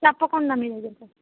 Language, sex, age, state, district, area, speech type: Telugu, female, 60+, Andhra Pradesh, Konaseema, rural, conversation